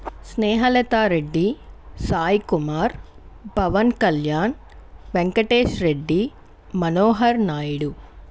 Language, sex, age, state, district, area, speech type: Telugu, female, 18-30, Andhra Pradesh, Chittoor, rural, spontaneous